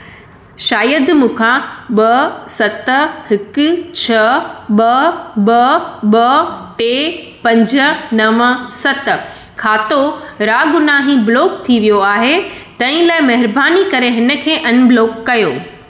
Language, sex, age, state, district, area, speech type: Sindhi, female, 30-45, Gujarat, Surat, urban, read